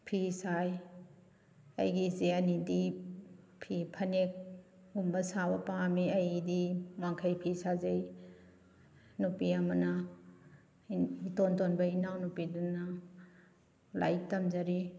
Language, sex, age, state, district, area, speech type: Manipuri, female, 45-60, Manipur, Kakching, rural, spontaneous